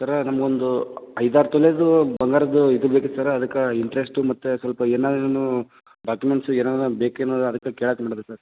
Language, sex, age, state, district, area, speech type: Kannada, male, 18-30, Karnataka, Raichur, urban, conversation